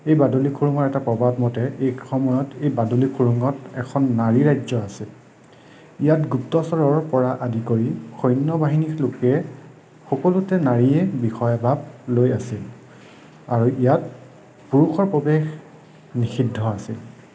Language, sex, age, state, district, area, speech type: Assamese, male, 30-45, Assam, Nagaon, rural, spontaneous